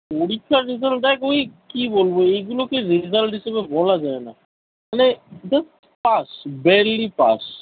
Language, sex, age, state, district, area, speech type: Bengali, male, 30-45, West Bengal, Kolkata, urban, conversation